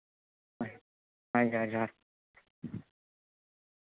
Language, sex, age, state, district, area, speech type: Santali, male, 18-30, West Bengal, Bankura, rural, conversation